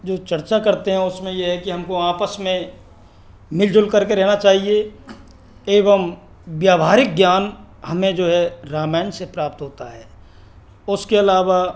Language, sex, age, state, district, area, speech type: Hindi, male, 60+, Rajasthan, Karauli, rural, spontaneous